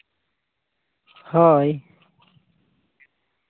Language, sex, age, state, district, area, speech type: Santali, male, 30-45, Jharkhand, Seraikela Kharsawan, rural, conversation